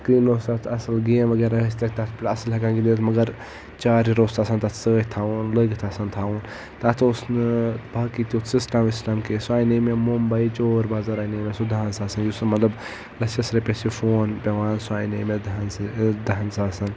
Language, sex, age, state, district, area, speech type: Kashmiri, male, 18-30, Jammu and Kashmir, Ganderbal, rural, spontaneous